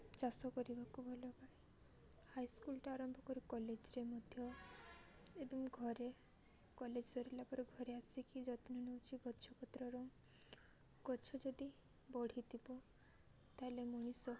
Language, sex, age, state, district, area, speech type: Odia, female, 18-30, Odisha, Koraput, urban, spontaneous